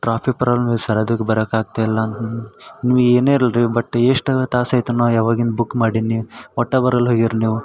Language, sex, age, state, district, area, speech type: Kannada, male, 18-30, Karnataka, Yadgir, rural, spontaneous